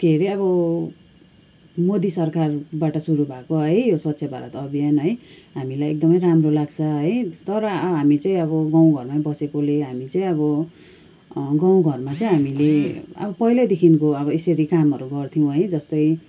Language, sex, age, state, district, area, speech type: Nepali, female, 45-60, West Bengal, Kalimpong, rural, spontaneous